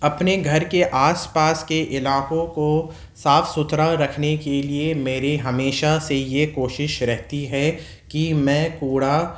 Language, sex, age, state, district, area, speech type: Urdu, male, 30-45, Uttar Pradesh, Gautam Buddha Nagar, rural, spontaneous